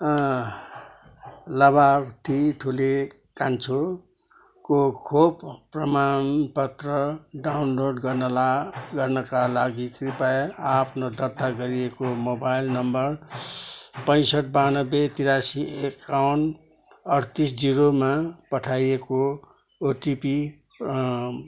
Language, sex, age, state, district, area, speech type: Nepali, male, 60+, West Bengal, Kalimpong, rural, read